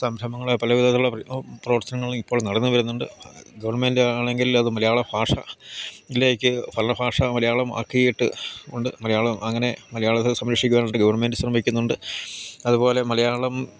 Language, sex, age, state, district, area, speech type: Malayalam, male, 60+, Kerala, Idukki, rural, spontaneous